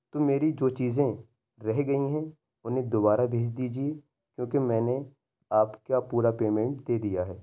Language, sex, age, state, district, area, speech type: Urdu, male, 18-30, Uttar Pradesh, Ghaziabad, urban, spontaneous